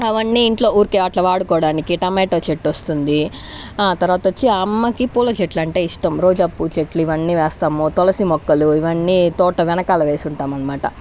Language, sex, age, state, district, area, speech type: Telugu, female, 30-45, Andhra Pradesh, Sri Balaji, rural, spontaneous